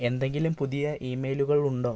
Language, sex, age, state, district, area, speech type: Malayalam, female, 18-30, Kerala, Wayanad, rural, read